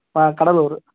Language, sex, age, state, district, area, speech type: Tamil, male, 30-45, Tamil Nadu, Cuddalore, urban, conversation